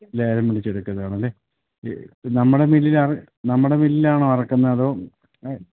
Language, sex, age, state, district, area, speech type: Malayalam, male, 30-45, Kerala, Idukki, rural, conversation